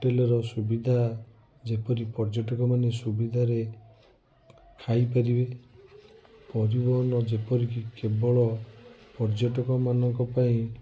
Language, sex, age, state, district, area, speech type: Odia, male, 45-60, Odisha, Cuttack, urban, spontaneous